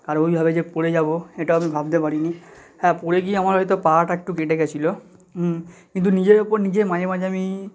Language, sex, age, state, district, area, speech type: Bengali, male, 18-30, West Bengal, South 24 Parganas, rural, spontaneous